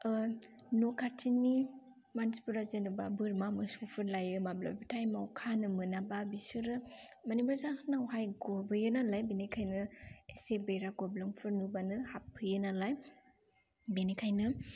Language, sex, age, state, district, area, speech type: Bodo, female, 18-30, Assam, Kokrajhar, rural, spontaneous